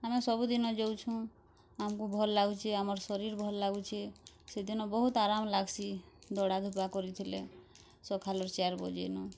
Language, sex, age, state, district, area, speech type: Odia, female, 30-45, Odisha, Bargarh, rural, spontaneous